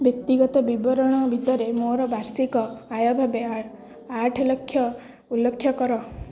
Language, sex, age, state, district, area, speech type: Odia, female, 18-30, Odisha, Jagatsinghpur, rural, read